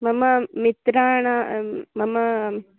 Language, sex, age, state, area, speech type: Sanskrit, female, 18-30, Goa, urban, conversation